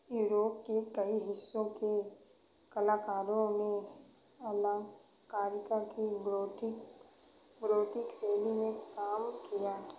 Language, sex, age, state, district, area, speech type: Hindi, female, 45-60, Uttar Pradesh, Ayodhya, rural, read